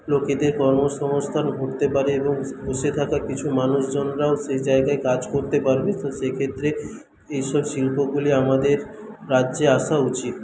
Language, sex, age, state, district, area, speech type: Bengali, male, 18-30, West Bengal, Paschim Medinipur, rural, spontaneous